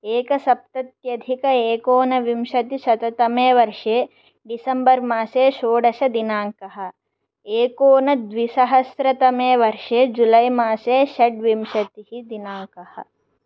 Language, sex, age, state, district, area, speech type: Sanskrit, other, 18-30, Andhra Pradesh, Chittoor, urban, spontaneous